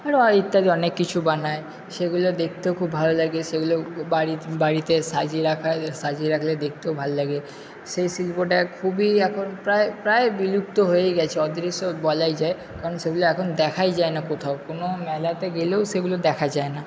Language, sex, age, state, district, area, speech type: Bengali, male, 30-45, West Bengal, Purba Bardhaman, urban, spontaneous